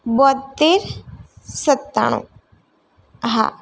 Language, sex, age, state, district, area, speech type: Gujarati, female, 18-30, Gujarat, Ahmedabad, urban, spontaneous